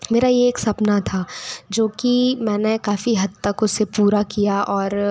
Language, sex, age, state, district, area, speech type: Hindi, female, 30-45, Madhya Pradesh, Bhopal, urban, spontaneous